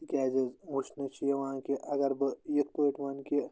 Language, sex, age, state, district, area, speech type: Kashmiri, male, 18-30, Jammu and Kashmir, Anantnag, rural, spontaneous